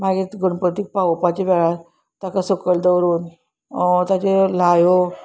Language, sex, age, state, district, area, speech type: Goan Konkani, female, 45-60, Goa, Salcete, urban, spontaneous